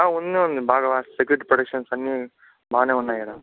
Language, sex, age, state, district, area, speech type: Telugu, male, 18-30, Andhra Pradesh, Chittoor, rural, conversation